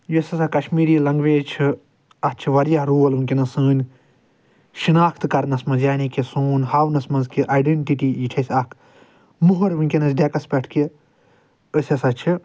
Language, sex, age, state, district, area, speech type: Kashmiri, male, 45-60, Jammu and Kashmir, Srinagar, urban, spontaneous